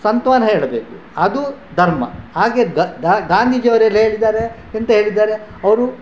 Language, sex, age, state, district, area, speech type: Kannada, male, 60+, Karnataka, Udupi, rural, spontaneous